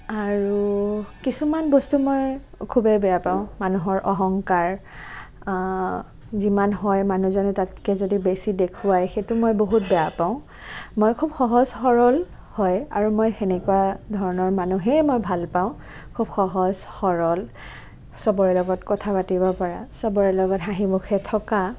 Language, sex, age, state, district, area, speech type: Assamese, female, 18-30, Assam, Nagaon, rural, spontaneous